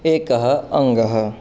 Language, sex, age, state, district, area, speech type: Sanskrit, male, 18-30, Rajasthan, Jodhpur, urban, spontaneous